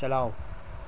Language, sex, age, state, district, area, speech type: Urdu, male, 45-60, Delhi, Central Delhi, urban, read